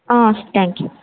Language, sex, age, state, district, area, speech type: Kannada, female, 30-45, Karnataka, Chamarajanagar, rural, conversation